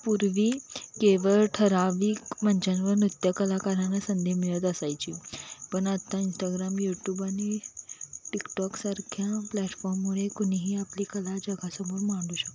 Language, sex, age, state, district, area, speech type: Marathi, female, 18-30, Maharashtra, Kolhapur, urban, spontaneous